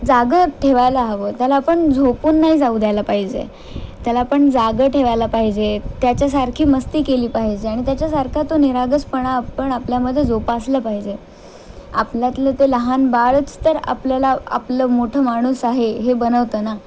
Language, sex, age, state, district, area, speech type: Marathi, female, 18-30, Maharashtra, Nanded, rural, spontaneous